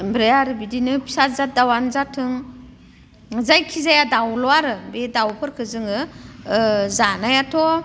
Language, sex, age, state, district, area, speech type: Bodo, female, 45-60, Assam, Udalguri, rural, spontaneous